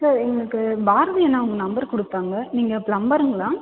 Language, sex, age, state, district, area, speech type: Tamil, female, 18-30, Tamil Nadu, Viluppuram, urban, conversation